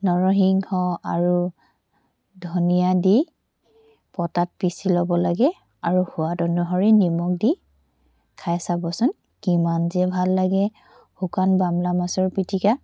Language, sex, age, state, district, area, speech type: Assamese, female, 18-30, Assam, Tinsukia, urban, spontaneous